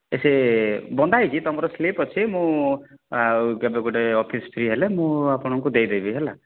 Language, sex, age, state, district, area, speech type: Odia, male, 30-45, Odisha, Kalahandi, rural, conversation